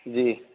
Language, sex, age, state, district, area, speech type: Urdu, male, 18-30, Uttar Pradesh, Saharanpur, urban, conversation